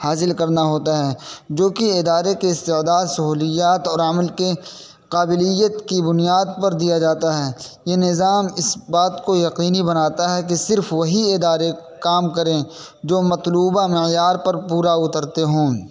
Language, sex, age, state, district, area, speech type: Urdu, male, 18-30, Uttar Pradesh, Saharanpur, urban, spontaneous